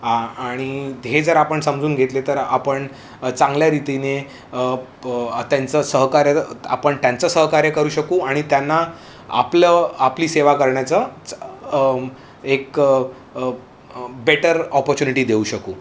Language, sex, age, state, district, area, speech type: Marathi, male, 30-45, Maharashtra, Mumbai City, urban, spontaneous